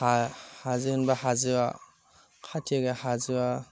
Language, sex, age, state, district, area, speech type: Bodo, male, 18-30, Assam, Udalguri, urban, spontaneous